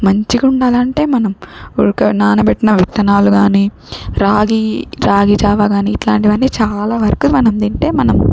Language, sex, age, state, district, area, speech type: Telugu, female, 18-30, Telangana, Siddipet, rural, spontaneous